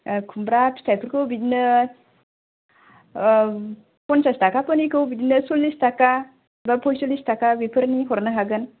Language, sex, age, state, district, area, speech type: Bodo, female, 30-45, Assam, Kokrajhar, rural, conversation